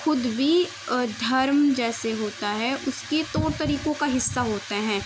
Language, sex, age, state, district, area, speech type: Urdu, female, 18-30, Uttar Pradesh, Muzaffarnagar, rural, spontaneous